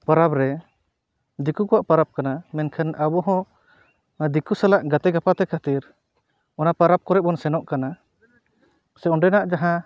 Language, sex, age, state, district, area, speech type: Santali, male, 30-45, West Bengal, Purulia, rural, spontaneous